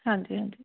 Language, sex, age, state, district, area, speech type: Punjabi, female, 45-60, Punjab, Fatehgarh Sahib, rural, conversation